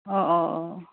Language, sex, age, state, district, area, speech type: Assamese, female, 30-45, Assam, Morigaon, rural, conversation